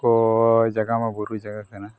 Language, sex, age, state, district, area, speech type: Santali, male, 45-60, Odisha, Mayurbhanj, rural, spontaneous